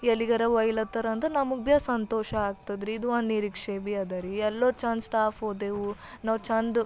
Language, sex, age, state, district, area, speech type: Kannada, female, 18-30, Karnataka, Bidar, urban, spontaneous